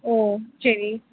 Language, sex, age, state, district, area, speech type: Tamil, female, 30-45, Tamil Nadu, Chennai, urban, conversation